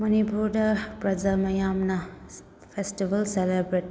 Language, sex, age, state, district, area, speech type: Manipuri, female, 18-30, Manipur, Chandel, rural, spontaneous